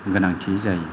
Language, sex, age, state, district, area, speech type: Bodo, male, 45-60, Assam, Kokrajhar, rural, spontaneous